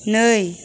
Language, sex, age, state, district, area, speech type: Bodo, female, 18-30, Assam, Kokrajhar, rural, read